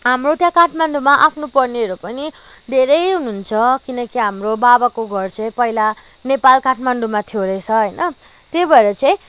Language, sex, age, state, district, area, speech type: Nepali, female, 30-45, West Bengal, Kalimpong, rural, spontaneous